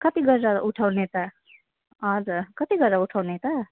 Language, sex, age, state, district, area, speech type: Nepali, female, 18-30, West Bengal, Jalpaiguri, rural, conversation